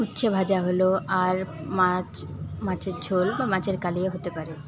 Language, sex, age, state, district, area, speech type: Bengali, female, 18-30, West Bengal, Paschim Bardhaman, rural, spontaneous